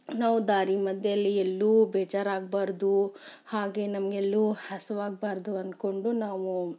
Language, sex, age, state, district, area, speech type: Kannada, female, 30-45, Karnataka, Chikkaballapur, rural, spontaneous